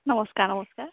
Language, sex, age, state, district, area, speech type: Assamese, female, 18-30, Assam, Lakhimpur, rural, conversation